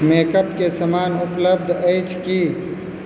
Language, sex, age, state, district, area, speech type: Maithili, male, 18-30, Bihar, Supaul, rural, read